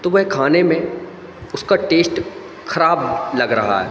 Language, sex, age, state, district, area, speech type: Hindi, male, 30-45, Madhya Pradesh, Hoshangabad, rural, spontaneous